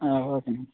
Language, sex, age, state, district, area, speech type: Telugu, male, 30-45, Telangana, Khammam, urban, conversation